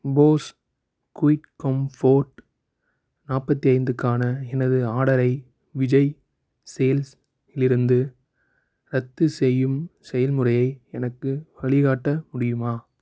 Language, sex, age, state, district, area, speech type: Tamil, male, 18-30, Tamil Nadu, Thanjavur, rural, read